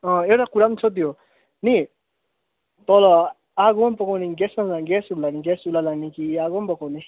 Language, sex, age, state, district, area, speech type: Nepali, male, 18-30, West Bengal, Kalimpong, rural, conversation